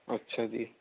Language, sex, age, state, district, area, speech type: Urdu, male, 18-30, Uttar Pradesh, Saharanpur, urban, conversation